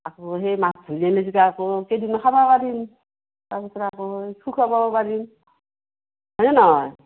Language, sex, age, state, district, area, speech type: Assamese, female, 60+, Assam, Darrang, rural, conversation